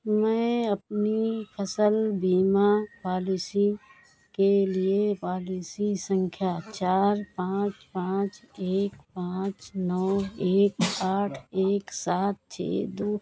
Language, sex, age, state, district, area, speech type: Hindi, female, 60+, Uttar Pradesh, Hardoi, rural, read